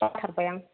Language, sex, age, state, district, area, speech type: Bodo, female, 30-45, Assam, Kokrajhar, rural, conversation